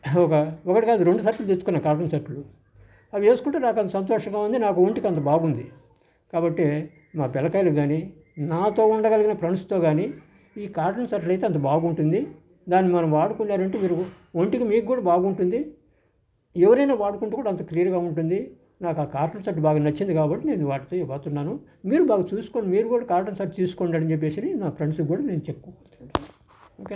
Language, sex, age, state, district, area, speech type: Telugu, male, 60+, Andhra Pradesh, Sri Balaji, urban, spontaneous